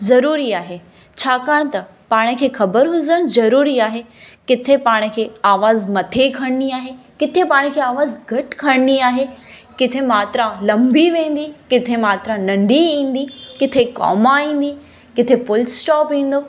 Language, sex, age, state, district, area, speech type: Sindhi, female, 18-30, Gujarat, Kutch, urban, spontaneous